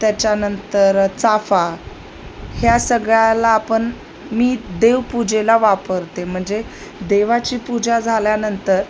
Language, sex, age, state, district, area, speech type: Marathi, female, 30-45, Maharashtra, Osmanabad, rural, spontaneous